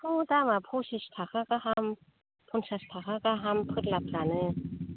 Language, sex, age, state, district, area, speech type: Bodo, female, 45-60, Assam, Kokrajhar, rural, conversation